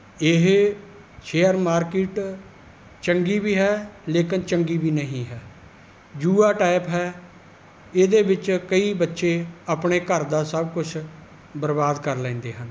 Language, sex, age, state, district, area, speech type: Punjabi, male, 60+, Punjab, Rupnagar, rural, spontaneous